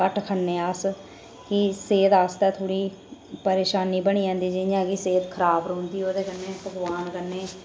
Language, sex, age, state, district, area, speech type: Dogri, female, 30-45, Jammu and Kashmir, Reasi, rural, spontaneous